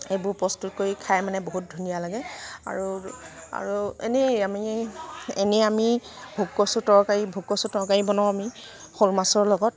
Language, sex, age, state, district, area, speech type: Assamese, female, 45-60, Assam, Nagaon, rural, spontaneous